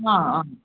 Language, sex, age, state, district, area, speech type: Nepali, female, 45-60, West Bengal, Jalpaiguri, rural, conversation